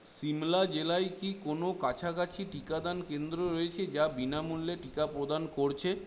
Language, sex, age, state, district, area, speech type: Bengali, male, 18-30, West Bengal, Purulia, urban, read